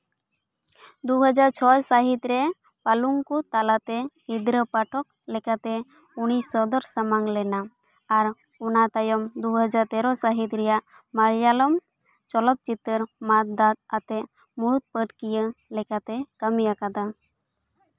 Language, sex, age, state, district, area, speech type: Santali, female, 18-30, West Bengal, Purulia, rural, read